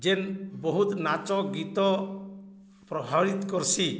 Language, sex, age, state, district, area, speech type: Odia, male, 60+, Odisha, Balangir, urban, spontaneous